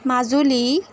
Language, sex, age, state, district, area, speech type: Assamese, female, 18-30, Assam, Jorhat, urban, spontaneous